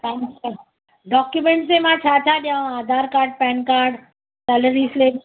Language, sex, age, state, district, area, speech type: Sindhi, female, 45-60, Maharashtra, Mumbai Suburban, urban, conversation